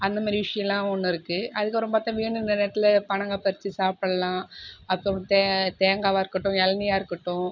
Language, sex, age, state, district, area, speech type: Tamil, female, 30-45, Tamil Nadu, Viluppuram, urban, spontaneous